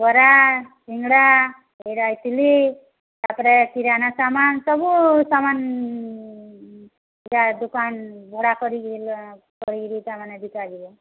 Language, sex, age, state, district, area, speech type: Odia, female, 30-45, Odisha, Sambalpur, rural, conversation